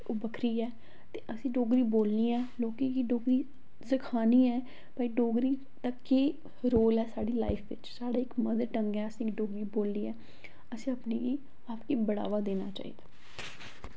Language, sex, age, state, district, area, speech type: Dogri, female, 18-30, Jammu and Kashmir, Reasi, urban, spontaneous